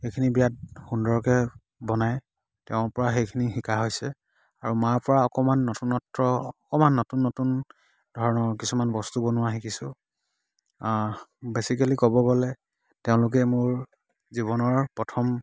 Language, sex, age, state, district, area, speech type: Assamese, male, 30-45, Assam, Dibrugarh, rural, spontaneous